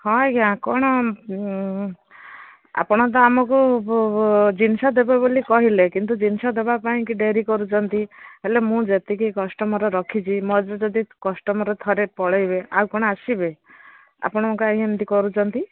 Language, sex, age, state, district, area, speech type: Odia, female, 60+, Odisha, Gajapati, rural, conversation